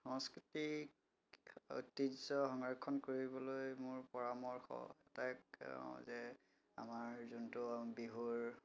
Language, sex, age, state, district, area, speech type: Assamese, male, 30-45, Assam, Biswanath, rural, spontaneous